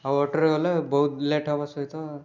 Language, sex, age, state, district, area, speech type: Odia, male, 18-30, Odisha, Rayagada, urban, spontaneous